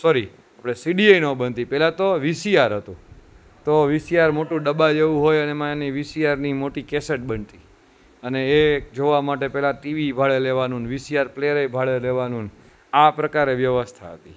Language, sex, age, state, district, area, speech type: Gujarati, male, 30-45, Gujarat, Junagadh, urban, spontaneous